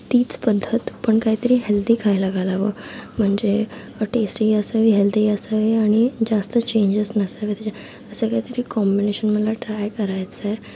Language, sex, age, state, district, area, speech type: Marathi, female, 18-30, Maharashtra, Thane, urban, spontaneous